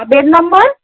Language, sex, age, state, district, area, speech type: Bengali, female, 30-45, West Bengal, Howrah, urban, conversation